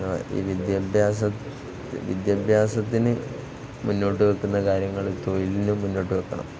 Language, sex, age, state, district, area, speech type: Malayalam, male, 18-30, Kerala, Kozhikode, rural, spontaneous